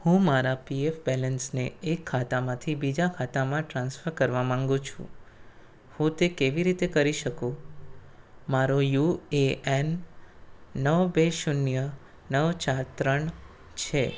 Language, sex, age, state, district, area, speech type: Gujarati, male, 18-30, Gujarat, Anand, rural, read